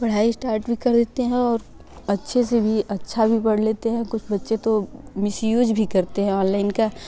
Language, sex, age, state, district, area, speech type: Hindi, female, 18-30, Uttar Pradesh, Varanasi, rural, spontaneous